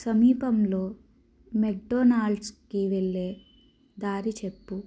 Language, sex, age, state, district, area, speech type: Telugu, female, 30-45, Andhra Pradesh, Guntur, urban, read